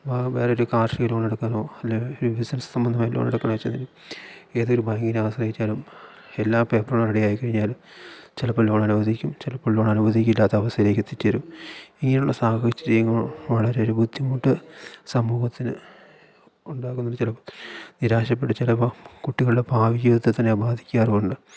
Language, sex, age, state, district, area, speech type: Malayalam, male, 30-45, Kerala, Idukki, rural, spontaneous